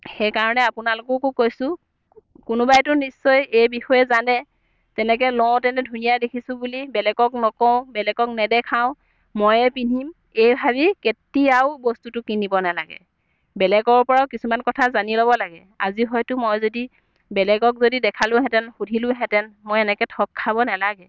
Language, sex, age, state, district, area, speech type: Assamese, female, 30-45, Assam, Biswanath, rural, spontaneous